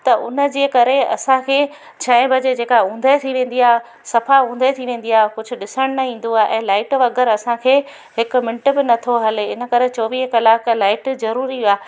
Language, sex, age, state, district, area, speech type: Sindhi, female, 45-60, Gujarat, Junagadh, urban, spontaneous